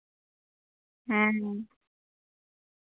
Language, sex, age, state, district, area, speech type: Santali, female, 45-60, Jharkhand, Pakur, rural, conversation